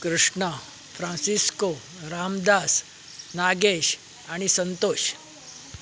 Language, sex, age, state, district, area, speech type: Goan Konkani, male, 45-60, Goa, Canacona, rural, spontaneous